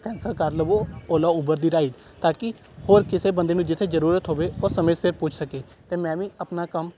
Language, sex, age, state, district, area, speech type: Punjabi, male, 18-30, Punjab, Gurdaspur, rural, spontaneous